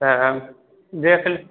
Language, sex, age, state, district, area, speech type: Maithili, male, 30-45, Bihar, Purnia, rural, conversation